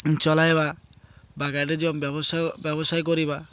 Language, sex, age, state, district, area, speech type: Odia, male, 30-45, Odisha, Malkangiri, urban, spontaneous